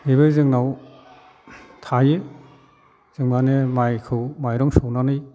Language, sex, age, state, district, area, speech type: Bodo, male, 45-60, Assam, Kokrajhar, urban, spontaneous